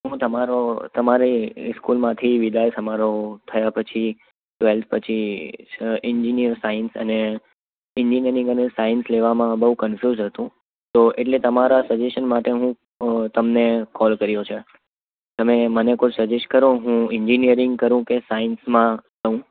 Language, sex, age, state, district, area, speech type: Gujarati, male, 18-30, Gujarat, Ahmedabad, urban, conversation